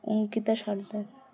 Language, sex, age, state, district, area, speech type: Bengali, female, 18-30, West Bengal, Dakshin Dinajpur, urban, spontaneous